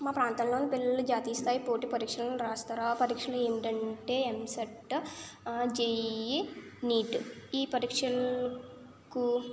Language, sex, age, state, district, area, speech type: Telugu, female, 30-45, Andhra Pradesh, Konaseema, urban, spontaneous